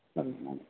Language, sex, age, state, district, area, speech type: Malayalam, male, 45-60, Kerala, Alappuzha, rural, conversation